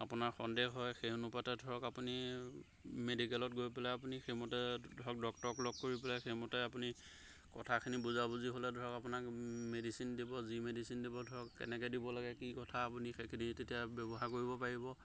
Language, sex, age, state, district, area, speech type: Assamese, male, 30-45, Assam, Golaghat, rural, spontaneous